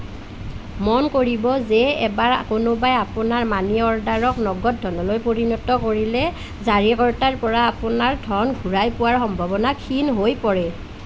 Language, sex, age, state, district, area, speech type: Assamese, female, 30-45, Assam, Nalbari, rural, read